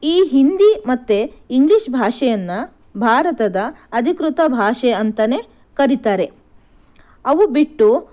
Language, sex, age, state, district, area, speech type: Kannada, female, 30-45, Karnataka, Shimoga, rural, spontaneous